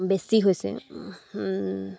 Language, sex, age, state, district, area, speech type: Assamese, female, 18-30, Assam, Dibrugarh, rural, spontaneous